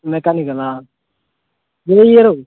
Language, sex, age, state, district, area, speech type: Telugu, male, 18-30, Telangana, Khammam, urban, conversation